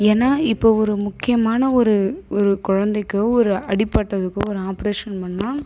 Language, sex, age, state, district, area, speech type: Tamil, female, 18-30, Tamil Nadu, Kallakurichi, rural, spontaneous